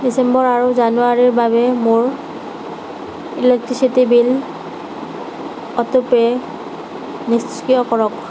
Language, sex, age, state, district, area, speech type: Assamese, female, 18-30, Assam, Darrang, rural, read